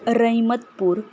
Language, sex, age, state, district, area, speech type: Marathi, female, 18-30, Maharashtra, Satara, rural, spontaneous